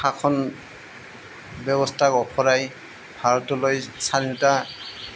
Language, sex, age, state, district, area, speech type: Assamese, male, 60+, Assam, Goalpara, urban, spontaneous